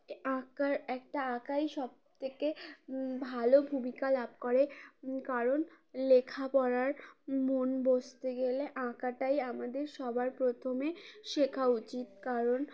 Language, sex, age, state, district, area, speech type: Bengali, female, 18-30, West Bengal, Uttar Dinajpur, urban, spontaneous